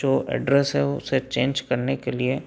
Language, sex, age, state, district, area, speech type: Hindi, male, 30-45, Madhya Pradesh, Betul, urban, spontaneous